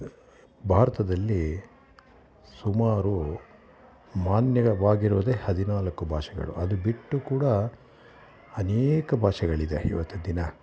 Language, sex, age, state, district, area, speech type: Kannada, male, 60+, Karnataka, Bangalore Urban, urban, spontaneous